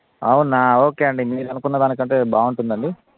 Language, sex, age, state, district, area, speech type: Telugu, male, 30-45, Andhra Pradesh, Anantapur, urban, conversation